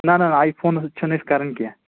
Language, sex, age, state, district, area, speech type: Kashmiri, male, 18-30, Jammu and Kashmir, Anantnag, rural, conversation